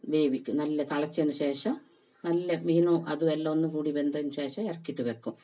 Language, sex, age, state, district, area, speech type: Malayalam, female, 45-60, Kerala, Kasaragod, rural, spontaneous